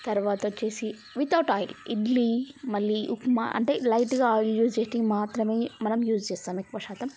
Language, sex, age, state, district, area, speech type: Telugu, female, 18-30, Telangana, Mancherial, rural, spontaneous